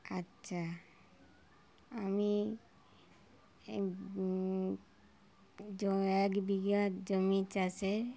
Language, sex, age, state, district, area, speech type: Bengali, female, 60+, West Bengal, Darjeeling, rural, spontaneous